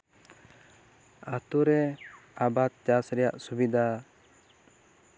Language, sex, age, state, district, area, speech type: Santali, male, 30-45, West Bengal, Bankura, rural, spontaneous